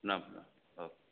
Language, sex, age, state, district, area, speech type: Maithili, male, 45-60, Bihar, Madhubani, rural, conversation